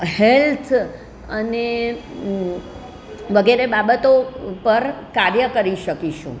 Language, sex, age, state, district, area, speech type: Gujarati, female, 60+, Gujarat, Surat, urban, spontaneous